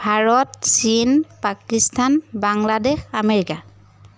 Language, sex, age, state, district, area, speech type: Assamese, female, 30-45, Assam, Biswanath, rural, spontaneous